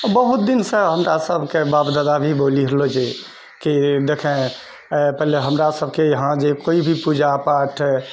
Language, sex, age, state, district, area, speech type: Maithili, male, 60+, Bihar, Purnia, rural, spontaneous